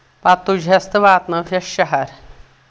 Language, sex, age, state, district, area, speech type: Kashmiri, female, 60+, Jammu and Kashmir, Anantnag, rural, spontaneous